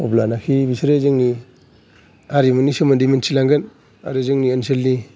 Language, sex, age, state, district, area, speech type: Bodo, male, 45-60, Assam, Kokrajhar, urban, spontaneous